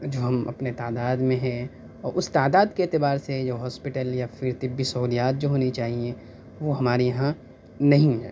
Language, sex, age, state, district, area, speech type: Urdu, male, 18-30, Delhi, South Delhi, urban, spontaneous